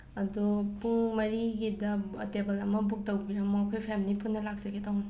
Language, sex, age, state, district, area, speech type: Manipuri, female, 30-45, Manipur, Imphal West, urban, spontaneous